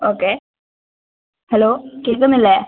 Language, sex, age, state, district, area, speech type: Malayalam, female, 18-30, Kerala, Wayanad, rural, conversation